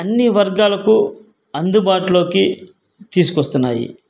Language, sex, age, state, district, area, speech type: Telugu, male, 45-60, Andhra Pradesh, Guntur, rural, spontaneous